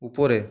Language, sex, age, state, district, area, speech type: Bengali, male, 18-30, West Bengal, Purulia, urban, read